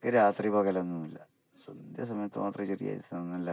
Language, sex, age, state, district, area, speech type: Malayalam, male, 60+, Kerala, Kasaragod, rural, spontaneous